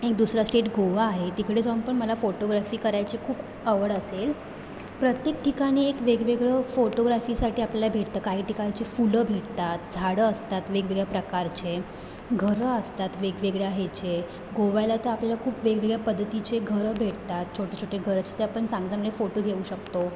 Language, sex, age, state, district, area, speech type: Marathi, female, 18-30, Maharashtra, Mumbai Suburban, urban, spontaneous